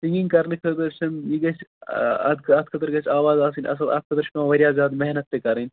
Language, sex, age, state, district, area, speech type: Kashmiri, male, 18-30, Jammu and Kashmir, Kupwara, rural, conversation